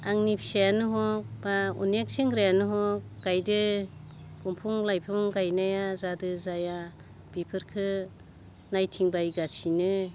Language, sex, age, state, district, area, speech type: Bodo, female, 60+, Assam, Baksa, rural, spontaneous